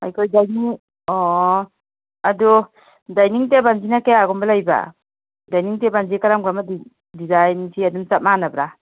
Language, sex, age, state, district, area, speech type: Manipuri, female, 45-60, Manipur, Kakching, rural, conversation